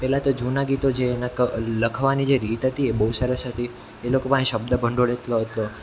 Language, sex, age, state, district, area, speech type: Gujarati, male, 18-30, Gujarat, Surat, urban, spontaneous